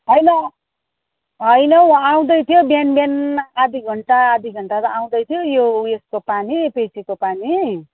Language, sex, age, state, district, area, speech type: Nepali, female, 45-60, West Bengal, Kalimpong, rural, conversation